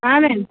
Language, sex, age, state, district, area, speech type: Hindi, female, 45-60, Uttar Pradesh, Ayodhya, rural, conversation